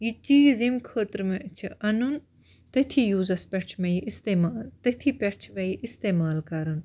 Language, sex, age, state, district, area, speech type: Kashmiri, female, 18-30, Jammu and Kashmir, Baramulla, rural, spontaneous